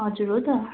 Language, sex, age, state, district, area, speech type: Nepali, female, 18-30, West Bengal, Darjeeling, rural, conversation